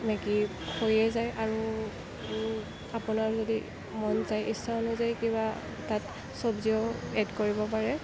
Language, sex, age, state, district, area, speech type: Assamese, female, 18-30, Assam, Kamrup Metropolitan, urban, spontaneous